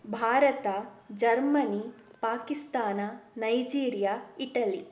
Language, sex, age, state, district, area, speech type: Kannada, female, 18-30, Karnataka, Shimoga, rural, spontaneous